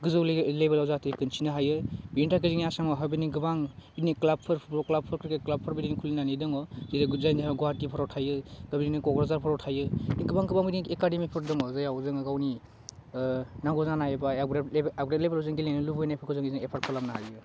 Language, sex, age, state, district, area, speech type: Bodo, male, 18-30, Assam, Udalguri, urban, spontaneous